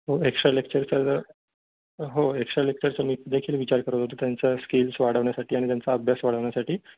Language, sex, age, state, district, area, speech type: Marathi, male, 18-30, Maharashtra, Ratnagiri, urban, conversation